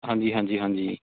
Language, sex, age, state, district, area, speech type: Punjabi, male, 30-45, Punjab, Bathinda, rural, conversation